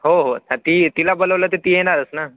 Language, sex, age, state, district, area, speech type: Marathi, male, 18-30, Maharashtra, Wardha, rural, conversation